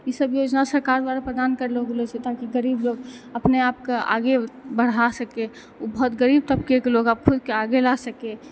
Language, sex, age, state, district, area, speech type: Maithili, female, 18-30, Bihar, Purnia, rural, spontaneous